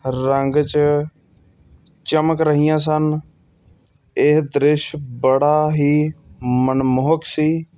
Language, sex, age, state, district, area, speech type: Punjabi, male, 30-45, Punjab, Hoshiarpur, urban, spontaneous